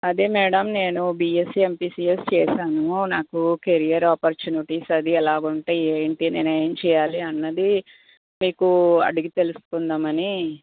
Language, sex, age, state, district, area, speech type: Telugu, female, 18-30, Andhra Pradesh, Guntur, urban, conversation